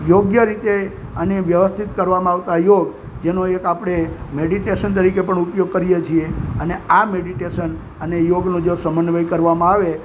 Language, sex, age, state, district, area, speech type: Gujarati, male, 60+, Gujarat, Junagadh, urban, spontaneous